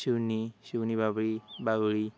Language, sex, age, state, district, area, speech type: Marathi, male, 18-30, Maharashtra, Hingoli, urban, spontaneous